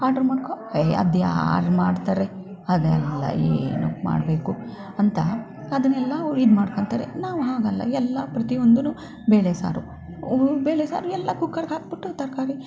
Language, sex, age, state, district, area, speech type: Kannada, female, 60+, Karnataka, Mysore, urban, spontaneous